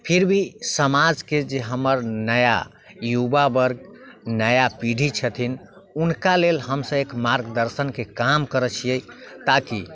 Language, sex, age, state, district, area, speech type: Maithili, male, 30-45, Bihar, Muzaffarpur, rural, spontaneous